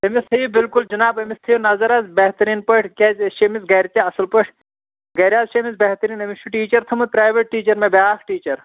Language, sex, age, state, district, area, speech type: Kashmiri, male, 18-30, Jammu and Kashmir, Bandipora, rural, conversation